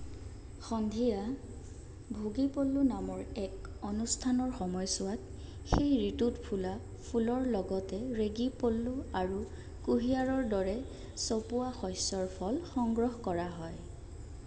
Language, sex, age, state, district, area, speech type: Assamese, female, 30-45, Assam, Sonitpur, rural, read